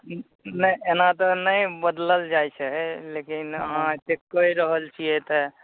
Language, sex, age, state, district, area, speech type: Maithili, male, 18-30, Bihar, Saharsa, urban, conversation